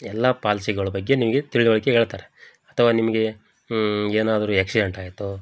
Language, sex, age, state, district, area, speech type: Kannada, male, 45-60, Karnataka, Koppal, rural, spontaneous